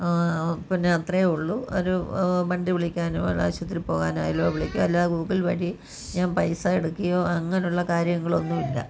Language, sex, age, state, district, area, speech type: Malayalam, female, 45-60, Kerala, Kollam, rural, spontaneous